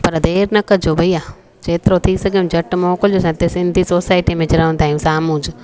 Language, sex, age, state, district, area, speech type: Sindhi, female, 30-45, Gujarat, Junagadh, rural, spontaneous